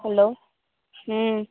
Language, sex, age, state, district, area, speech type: Maithili, female, 18-30, Bihar, Begusarai, rural, conversation